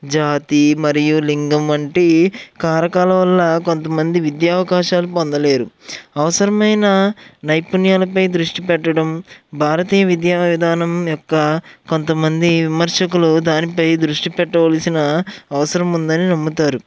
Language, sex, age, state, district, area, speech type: Telugu, male, 18-30, Andhra Pradesh, Eluru, urban, spontaneous